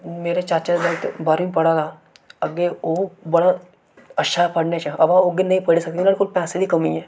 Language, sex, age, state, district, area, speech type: Dogri, male, 18-30, Jammu and Kashmir, Reasi, urban, spontaneous